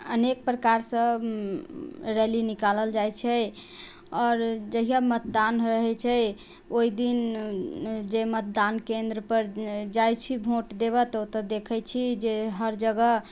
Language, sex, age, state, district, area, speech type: Maithili, female, 30-45, Bihar, Sitamarhi, urban, spontaneous